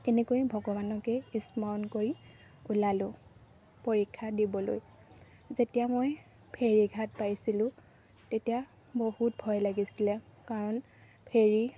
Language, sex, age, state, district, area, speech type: Assamese, female, 18-30, Assam, Majuli, urban, spontaneous